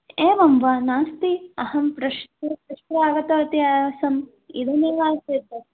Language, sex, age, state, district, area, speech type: Sanskrit, female, 18-30, Karnataka, Hassan, urban, conversation